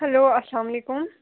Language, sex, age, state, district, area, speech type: Kashmiri, female, 18-30, Jammu and Kashmir, Srinagar, urban, conversation